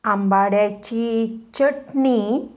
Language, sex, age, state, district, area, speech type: Goan Konkani, female, 45-60, Goa, Salcete, urban, spontaneous